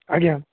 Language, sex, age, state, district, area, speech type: Odia, male, 60+, Odisha, Jharsuguda, rural, conversation